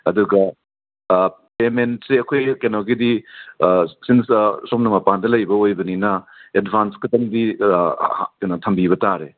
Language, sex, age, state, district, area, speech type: Manipuri, male, 60+, Manipur, Imphal West, urban, conversation